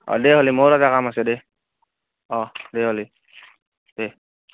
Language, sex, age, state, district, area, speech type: Assamese, male, 18-30, Assam, Biswanath, rural, conversation